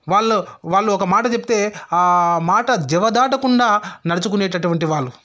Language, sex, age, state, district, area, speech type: Telugu, male, 30-45, Telangana, Sangareddy, rural, spontaneous